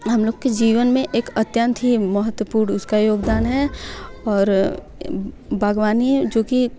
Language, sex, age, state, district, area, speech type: Hindi, female, 18-30, Uttar Pradesh, Varanasi, rural, spontaneous